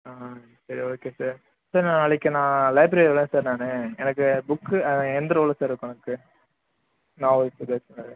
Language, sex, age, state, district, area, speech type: Tamil, male, 18-30, Tamil Nadu, Viluppuram, urban, conversation